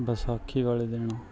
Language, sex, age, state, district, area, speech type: Punjabi, male, 30-45, Punjab, Mansa, urban, spontaneous